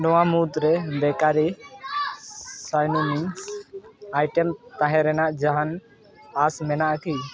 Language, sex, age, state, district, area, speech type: Santali, male, 18-30, West Bengal, Dakshin Dinajpur, rural, read